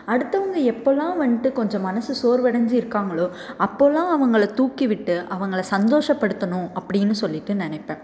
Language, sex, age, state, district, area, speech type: Tamil, female, 18-30, Tamil Nadu, Salem, rural, spontaneous